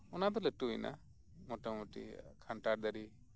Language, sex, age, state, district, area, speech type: Santali, male, 30-45, West Bengal, Birbhum, rural, spontaneous